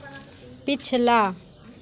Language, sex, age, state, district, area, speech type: Hindi, female, 18-30, Bihar, Muzaffarpur, urban, read